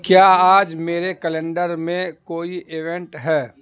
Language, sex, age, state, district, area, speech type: Urdu, male, 45-60, Bihar, Khagaria, rural, read